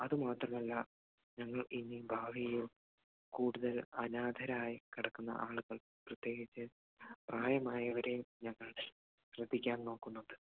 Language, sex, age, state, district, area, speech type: Malayalam, male, 18-30, Kerala, Idukki, rural, conversation